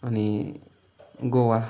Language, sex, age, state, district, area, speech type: Nepali, male, 45-60, West Bengal, Kalimpong, rural, spontaneous